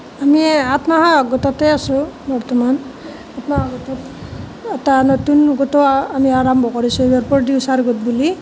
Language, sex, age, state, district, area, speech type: Assamese, female, 30-45, Assam, Nalbari, rural, spontaneous